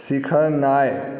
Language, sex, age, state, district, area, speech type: Maithili, male, 18-30, Bihar, Saharsa, rural, read